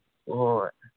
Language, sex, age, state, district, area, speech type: Manipuri, male, 18-30, Manipur, Kangpokpi, urban, conversation